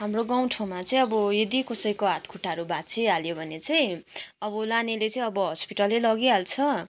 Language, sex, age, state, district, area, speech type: Nepali, female, 18-30, West Bengal, Kalimpong, rural, spontaneous